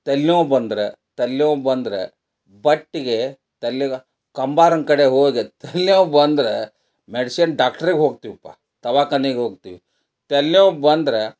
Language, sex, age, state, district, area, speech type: Kannada, male, 60+, Karnataka, Gadag, rural, spontaneous